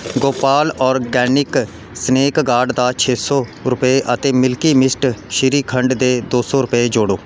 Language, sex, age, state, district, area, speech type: Punjabi, male, 30-45, Punjab, Pathankot, rural, read